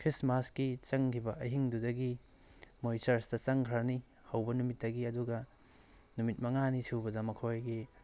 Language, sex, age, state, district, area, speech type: Manipuri, male, 45-60, Manipur, Tengnoupal, rural, spontaneous